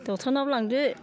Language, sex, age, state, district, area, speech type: Bodo, female, 60+, Assam, Chirang, rural, spontaneous